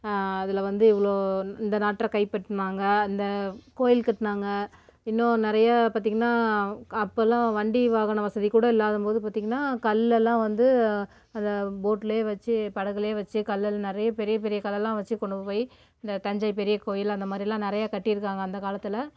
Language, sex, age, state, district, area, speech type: Tamil, female, 30-45, Tamil Nadu, Namakkal, rural, spontaneous